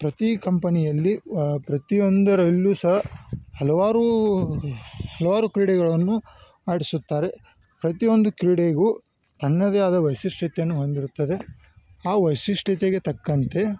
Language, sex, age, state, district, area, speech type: Kannada, male, 18-30, Karnataka, Chikkamagaluru, rural, spontaneous